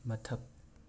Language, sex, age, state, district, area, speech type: Manipuri, male, 30-45, Manipur, Imphal West, urban, read